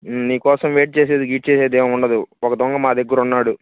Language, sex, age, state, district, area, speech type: Telugu, male, 18-30, Andhra Pradesh, Bapatla, urban, conversation